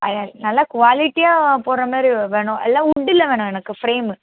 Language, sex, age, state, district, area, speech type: Tamil, female, 18-30, Tamil Nadu, Tirunelveli, rural, conversation